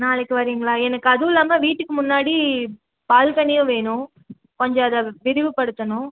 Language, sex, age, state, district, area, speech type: Tamil, female, 18-30, Tamil Nadu, Erode, rural, conversation